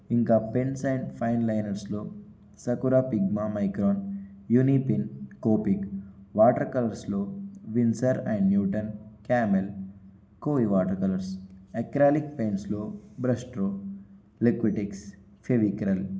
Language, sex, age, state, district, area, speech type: Telugu, male, 18-30, Telangana, Kamareddy, urban, spontaneous